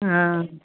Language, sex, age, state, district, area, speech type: Sindhi, female, 60+, Maharashtra, Ahmednagar, urban, conversation